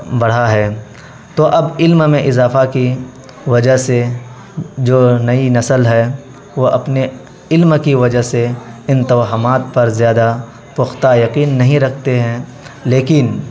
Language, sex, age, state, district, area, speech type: Urdu, male, 18-30, Bihar, Araria, rural, spontaneous